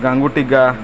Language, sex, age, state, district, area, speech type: Odia, male, 45-60, Odisha, Sundergarh, urban, spontaneous